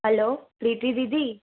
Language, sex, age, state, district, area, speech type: Sindhi, female, 18-30, Gujarat, Surat, urban, conversation